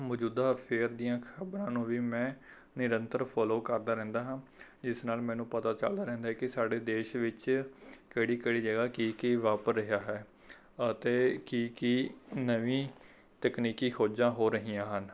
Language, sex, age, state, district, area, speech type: Punjabi, male, 18-30, Punjab, Rupnagar, urban, spontaneous